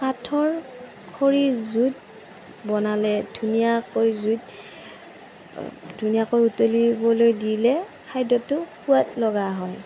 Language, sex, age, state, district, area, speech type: Assamese, female, 30-45, Assam, Darrang, rural, spontaneous